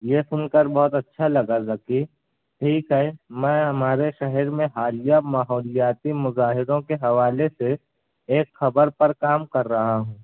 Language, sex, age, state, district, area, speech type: Urdu, male, 18-30, Maharashtra, Nashik, urban, conversation